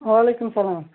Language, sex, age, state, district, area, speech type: Kashmiri, female, 18-30, Jammu and Kashmir, Budgam, rural, conversation